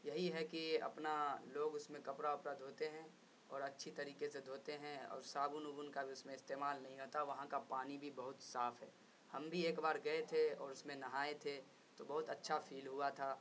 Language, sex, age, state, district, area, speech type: Urdu, male, 18-30, Bihar, Saharsa, rural, spontaneous